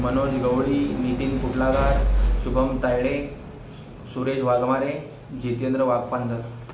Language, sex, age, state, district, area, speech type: Marathi, male, 18-30, Maharashtra, Akola, rural, spontaneous